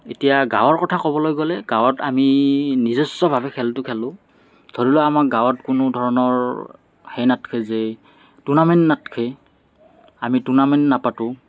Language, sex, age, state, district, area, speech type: Assamese, male, 30-45, Assam, Morigaon, rural, spontaneous